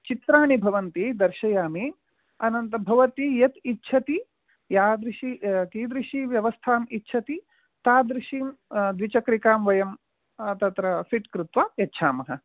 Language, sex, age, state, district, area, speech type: Sanskrit, male, 45-60, Karnataka, Uttara Kannada, rural, conversation